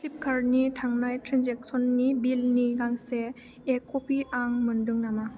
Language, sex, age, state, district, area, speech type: Bodo, female, 18-30, Assam, Chirang, urban, read